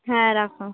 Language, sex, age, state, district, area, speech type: Bengali, female, 18-30, West Bengal, Dakshin Dinajpur, urban, conversation